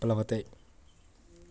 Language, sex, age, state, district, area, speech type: Sanskrit, male, 18-30, Andhra Pradesh, Guntur, urban, read